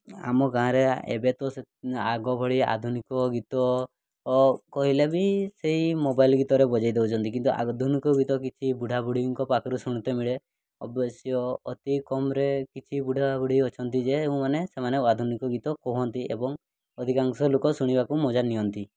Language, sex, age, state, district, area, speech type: Odia, male, 18-30, Odisha, Mayurbhanj, rural, spontaneous